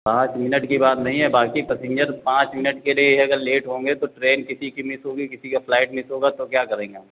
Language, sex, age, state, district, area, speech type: Hindi, male, 45-60, Uttar Pradesh, Lucknow, rural, conversation